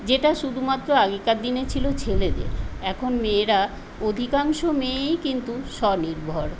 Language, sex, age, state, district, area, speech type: Bengali, female, 60+, West Bengal, Paschim Medinipur, rural, spontaneous